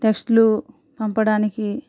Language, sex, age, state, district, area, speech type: Telugu, female, 45-60, Andhra Pradesh, East Godavari, rural, spontaneous